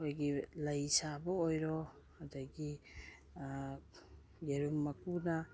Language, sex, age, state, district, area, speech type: Manipuri, female, 45-60, Manipur, Imphal East, rural, spontaneous